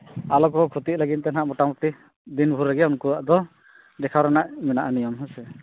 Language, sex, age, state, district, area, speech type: Santali, male, 30-45, Jharkhand, East Singhbhum, rural, conversation